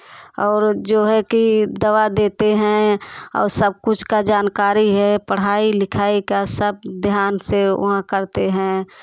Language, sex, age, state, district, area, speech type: Hindi, female, 30-45, Uttar Pradesh, Jaunpur, rural, spontaneous